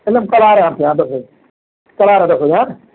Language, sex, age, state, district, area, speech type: Hindi, male, 30-45, Uttar Pradesh, Mau, urban, conversation